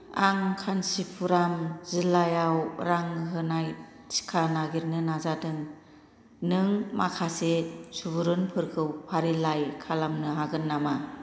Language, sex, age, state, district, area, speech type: Bodo, female, 45-60, Assam, Kokrajhar, rural, read